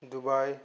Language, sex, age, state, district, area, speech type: Bodo, male, 30-45, Assam, Kokrajhar, rural, spontaneous